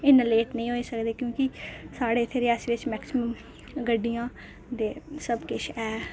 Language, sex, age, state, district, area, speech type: Dogri, female, 18-30, Jammu and Kashmir, Reasi, rural, spontaneous